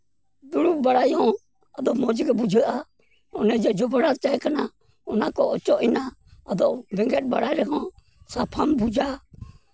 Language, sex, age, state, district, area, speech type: Santali, male, 60+, West Bengal, Purulia, rural, spontaneous